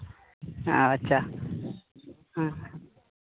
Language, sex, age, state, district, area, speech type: Santali, male, 18-30, West Bengal, Malda, rural, conversation